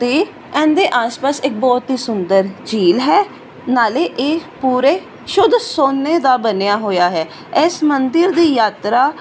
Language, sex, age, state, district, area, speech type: Punjabi, female, 18-30, Punjab, Fazilka, rural, spontaneous